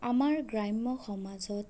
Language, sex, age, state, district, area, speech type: Assamese, female, 30-45, Assam, Sonitpur, rural, spontaneous